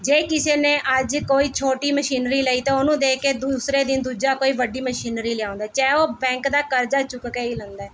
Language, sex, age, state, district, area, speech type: Punjabi, female, 30-45, Punjab, Mohali, urban, spontaneous